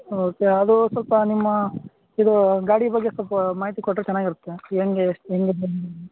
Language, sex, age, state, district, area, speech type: Kannada, male, 30-45, Karnataka, Raichur, rural, conversation